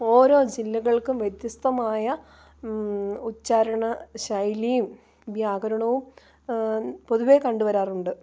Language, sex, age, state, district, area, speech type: Malayalam, female, 30-45, Kerala, Idukki, rural, spontaneous